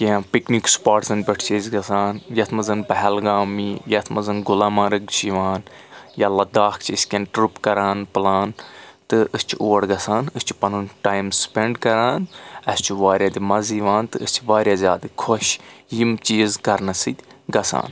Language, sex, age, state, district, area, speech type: Kashmiri, male, 30-45, Jammu and Kashmir, Anantnag, rural, spontaneous